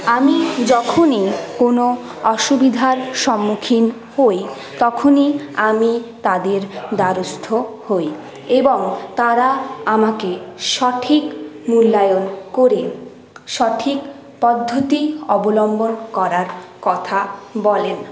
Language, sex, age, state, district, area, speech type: Bengali, female, 60+, West Bengal, Paschim Bardhaman, urban, spontaneous